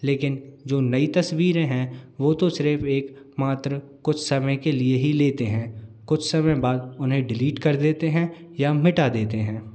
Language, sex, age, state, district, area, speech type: Hindi, male, 18-30, Madhya Pradesh, Hoshangabad, urban, spontaneous